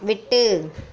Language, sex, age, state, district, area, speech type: Tamil, female, 30-45, Tamil Nadu, Ariyalur, rural, read